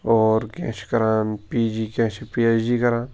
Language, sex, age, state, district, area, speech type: Kashmiri, male, 18-30, Jammu and Kashmir, Pulwama, rural, spontaneous